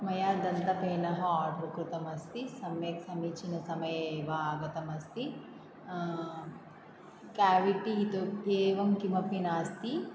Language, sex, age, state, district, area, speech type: Sanskrit, female, 18-30, Andhra Pradesh, Anantapur, rural, spontaneous